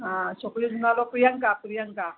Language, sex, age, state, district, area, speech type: Sindhi, female, 60+, Maharashtra, Mumbai Suburban, urban, conversation